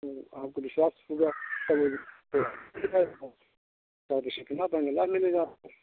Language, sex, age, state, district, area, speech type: Hindi, male, 60+, Uttar Pradesh, Ayodhya, rural, conversation